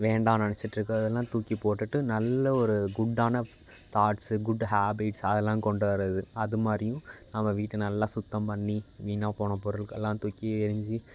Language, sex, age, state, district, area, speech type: Tamil, male, 18-30, Tamil Nadu, Thanjavur, urban, spontaneous